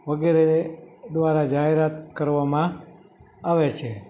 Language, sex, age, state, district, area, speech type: Gujarati, male, 18-30, Gujarat, Morbi, urban, spontaneous